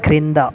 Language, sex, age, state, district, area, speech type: Telugu, male, 30-45, Andhra Pradesh, Visakhapatnam, urban, read